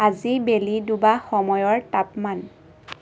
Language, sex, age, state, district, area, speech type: Assamese, female, 30-45, Assam, Lakhimpur, rural, read